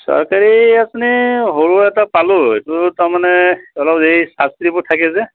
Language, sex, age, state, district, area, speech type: Assamese, male, 45-60, Assam, Dibrugarh, urban, conversation